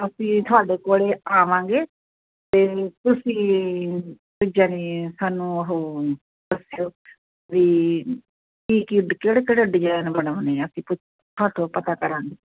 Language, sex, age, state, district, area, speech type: Punjabi, female, 60+, Punjab, Muktsar, urban, conversation